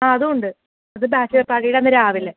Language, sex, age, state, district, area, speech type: Malayalam, female, 18-30, Kerala, Thrissur, urban, conversation